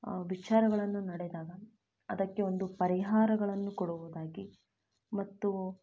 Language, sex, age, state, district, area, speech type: Kannada, female, 18-30, Karnataka, Chitradurga, rural, spontaneous